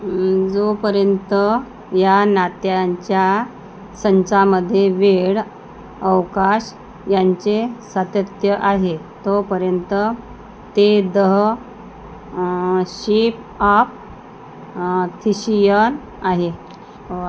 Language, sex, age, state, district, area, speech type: Marathi, female, 45-60, Maharashtra, Nagpur, rural, read